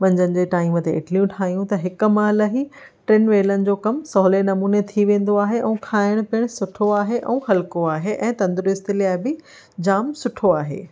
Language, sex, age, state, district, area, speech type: Sindhi, female, 30-45, Maharashtra, Thane, urban, spontaneous